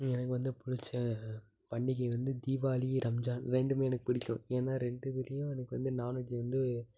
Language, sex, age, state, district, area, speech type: Tamil, male, 18-30, Tamil Nadu, Tiruppur, urban, spontaneous